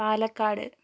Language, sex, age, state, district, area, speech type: Malayalam, male, 45-60, Kerala, Kozhikode, urban, spontaneous